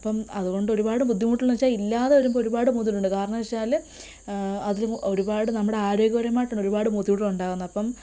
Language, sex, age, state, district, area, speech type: Malayalam, female, 18-30, Kerala, Kottayam, rural, spontaneous